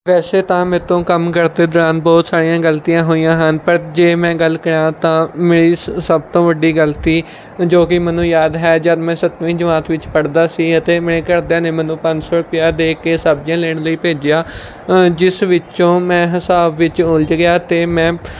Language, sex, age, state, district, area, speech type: Punjabi, male, 18-30, Punjab, Mohali, rural, spontaneous